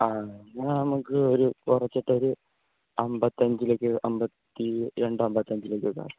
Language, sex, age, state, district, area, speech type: Malayalam, male, 18-30, Kerala, Wayanad, rural, conversation